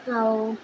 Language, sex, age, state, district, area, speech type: Odia, female, 18-30, Odisha, Sundergarh, urban, spontaneous